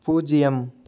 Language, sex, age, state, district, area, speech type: Tamil, male, 18-30, Tamil Nadu, Nagapattinam, rural, read